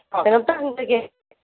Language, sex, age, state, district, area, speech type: Manipuri, female, 45-60, Manipur, Bishnupur, urban, conversation